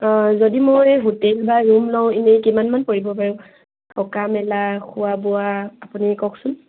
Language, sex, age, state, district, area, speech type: Assamese, female, 18-30, Assam, Dibrugarh, urban, conversation